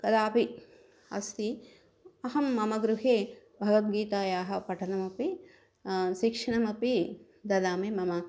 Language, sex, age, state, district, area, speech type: Sanskrit, female, 60+, Andhra Pradesh, Krishna, urban, spontaneous